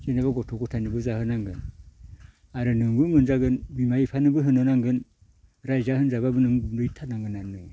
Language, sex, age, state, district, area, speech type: Bodo, male, 60+, Assam, Baksa, rural, spontaneous